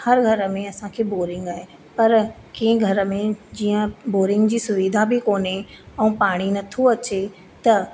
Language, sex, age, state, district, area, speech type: Sindhi, female, 30-45, Madhya Pradesh, Katni, urban, spontaneous